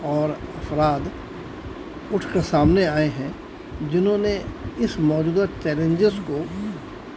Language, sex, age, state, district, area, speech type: Urdu, male, 60+, Delhi, South Delhi, urban, spontaneous